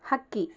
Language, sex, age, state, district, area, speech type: Kannada, female, 30-45, Karnataka, Davanagere, rural, read